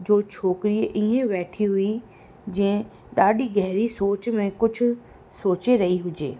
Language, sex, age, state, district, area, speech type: Sindhi, female, 30-45, Rajasthan, Ajmer, urban, spontaneous